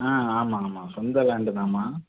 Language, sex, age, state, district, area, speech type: Tamil, male, 30-45, Tamil Nadu, Tiruvarur, rural, conversation